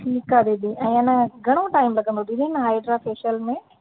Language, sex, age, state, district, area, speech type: Sindhi, female, 30-45, Rajasthan, Ajmer, urban, conversation